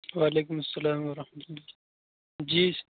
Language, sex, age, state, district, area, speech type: Urdu, male, 18-30, Uttar Pradesh, Saharanpur, urban, conversation